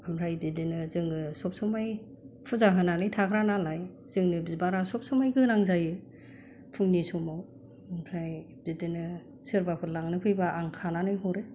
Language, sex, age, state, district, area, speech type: Bodo, female, 45-60, Assam, Kokrajhar, rural, spontaneous